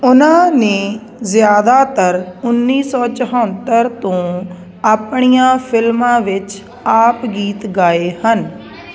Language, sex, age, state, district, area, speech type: Punjabi, female, 30-45, Punjab, Jalandhar, rural, read